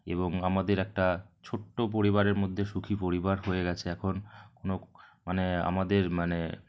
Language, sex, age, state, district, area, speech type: Bengali, male, 30-45, West Bengal, South 24 Parganas, rural, spontaneous